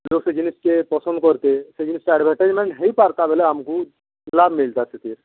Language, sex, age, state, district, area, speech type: Odia, male, 45-60, Odisha, Nuapada, urban, conversation